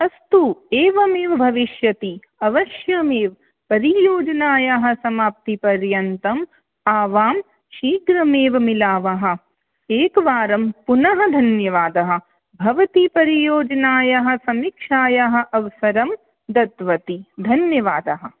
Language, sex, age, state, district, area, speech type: Sanskrit, other, 30-45, Rajasthan, Jaipur, urban, conversation